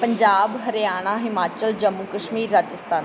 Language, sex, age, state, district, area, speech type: Punjabi, female, 18-30, Punjab, Bathinda, rural, spontaneous